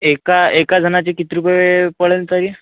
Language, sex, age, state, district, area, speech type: Marathi, male, 30-45, Maharashtra, Amravati, rural, conversation